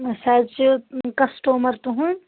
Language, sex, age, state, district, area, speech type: Kashmiri, female, 30-45, Jammu and Kashmir, Anantnag, rural, conversation